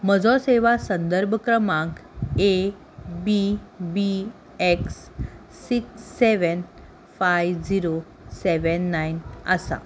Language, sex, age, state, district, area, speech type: Goan Konkani, female, 18-30, Goa, Salcete, urban, read